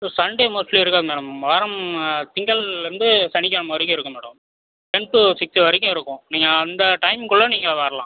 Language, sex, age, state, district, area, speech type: Tamil, male, 30-45, Tamil Nadu, Viluppuram, rural, conversation